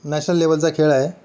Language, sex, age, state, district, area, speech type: Marathi, male, 45-60, Maharashtra, Mumbai City, urban, spontaneous